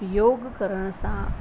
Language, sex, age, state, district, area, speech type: Sindhi, female, 60+, Rajasthan, Ajmer, urban, spontaneous